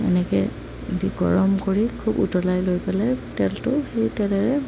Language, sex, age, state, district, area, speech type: Assamese, female, 30-45, Assam, Darrang, rural, spontaneous